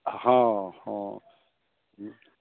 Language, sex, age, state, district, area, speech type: Maithili, male, 45-60, Bihar, Saharsa, rural, conversation